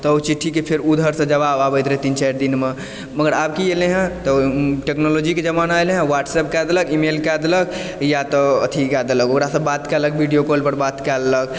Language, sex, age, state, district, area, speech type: Maithili, male, 18-30, Bihar, Supaul, rural, spontaneous